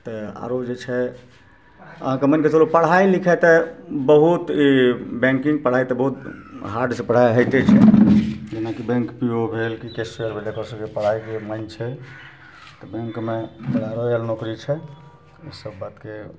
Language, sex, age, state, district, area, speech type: Maithili, male, 45-60, Bihar, Araria, urban, spontaneous